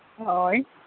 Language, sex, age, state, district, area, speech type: Santali, female, 45-60, Jharkhand, Seraikela Kharsawan, rural, conversation